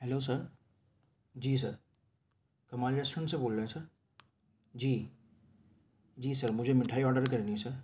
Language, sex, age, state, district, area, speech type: Urdu, male, 18-30, Delhi, Central Delhi, urban, spontaneous